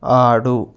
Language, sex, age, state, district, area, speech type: Telugu, male, 18-30, Telangana, Peddapalli, rural, read